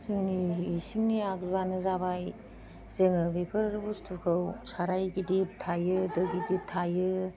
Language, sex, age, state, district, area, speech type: Bodo, female, 45-60, Assam, Kokrajhar, urban, spontaneous